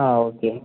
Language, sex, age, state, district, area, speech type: Malayalam, male, 30-45, Kerala, Wayanad, rural, conversation